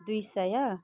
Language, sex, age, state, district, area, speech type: Nepali, female, 30-45, West Bengal, Kalimpong, rural, spontaneous